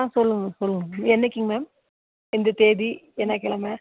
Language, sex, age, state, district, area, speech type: Tamil, female, 45-60, Tamil Nadu, Nilgiris, rural, conversation